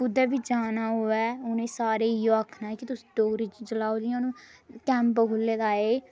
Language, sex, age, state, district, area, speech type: Dogri, female, 30-45, Jammu and Kashmir, Reasi, rural, spontaneous